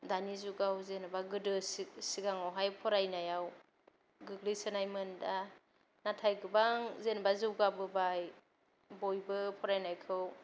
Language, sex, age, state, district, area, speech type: Bodo, female, 30-45, Assam, Kokrajhar, rural, spontaneous